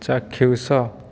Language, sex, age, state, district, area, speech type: Odia, male, 30-45, Odisha, Jajpur, rural, read